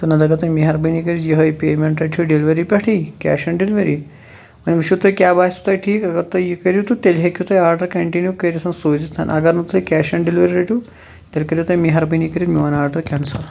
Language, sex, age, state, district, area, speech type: Kashmiri, male, 30-45, Jammu and Kashmir, Shopian, rural, spontaneous